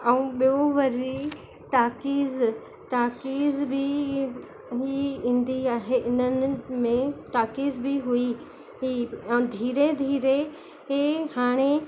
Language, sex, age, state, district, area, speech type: Sindhi, female, 45-60, Madhya Pradesh, Katni, urban, spontaneous